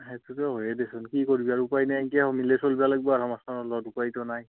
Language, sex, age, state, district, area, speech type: Assamese, male, 18-30, Assam, Nalbari, rural, conversation